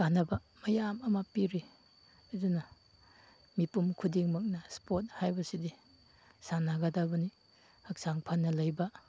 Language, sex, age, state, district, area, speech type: Manipuri, male, 30-45, Manipur, Chandel, rural, spontaneous